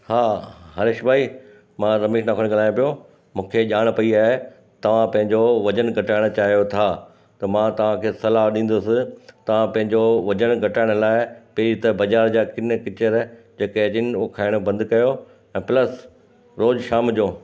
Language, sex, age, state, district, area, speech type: Sindhi, male, 60+, Gujarat, Kutch, rural, spontaneous